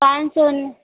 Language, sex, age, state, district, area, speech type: Gujarati, female, 18-30, Gujarat, Rajkot, urban, conversation